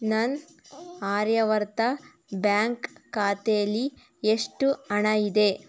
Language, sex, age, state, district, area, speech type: Kannada, female, 30-45, Karnataka, Tumkur, rural, read